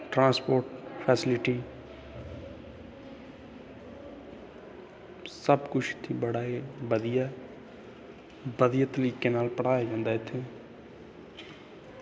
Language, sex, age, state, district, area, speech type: Dogri, male, 30-45, Jammu and Kashmir, Kathua, rural, spontaneous